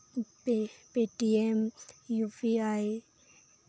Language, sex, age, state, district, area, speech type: Santali, female, 18-30, West Bengal, Birbhum, rural, spontaneous